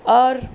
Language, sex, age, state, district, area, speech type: Urdu, female, 18-30, Telangana, Hyderabad, urban, spontaneous